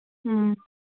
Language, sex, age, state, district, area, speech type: Manipuri, female, 45-60, Manipur, Churachandpur, urban, conversation